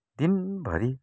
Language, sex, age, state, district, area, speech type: Nepali, male, 45-60, West Bengal, Kalimpong, rural, spontaneous